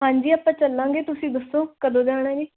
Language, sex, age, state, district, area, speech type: Punjabi, female, 18-30, Punjab, Shaheed Bhagat Singh Nagar, urban, conversation